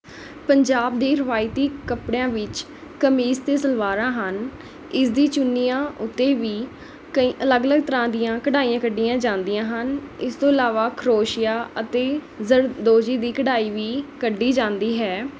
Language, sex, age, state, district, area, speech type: Punjabi, female, 18-30, Punjab, Mohali, rural, spontaneous